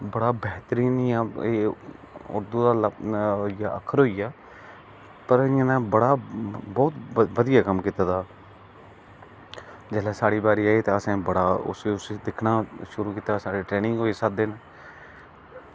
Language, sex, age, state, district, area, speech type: Dogri, male, 30-45, Jammu and Kashmir, Udhampur, rural, spontaneous